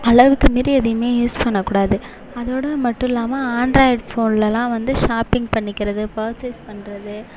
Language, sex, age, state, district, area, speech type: Tamil, female, 18-30, Tamil Nadu, Mayiladuthurai, urban, spontaneous